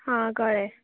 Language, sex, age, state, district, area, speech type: Goan Konkani, female, 18-30, Goa, Canacona, rural, conversation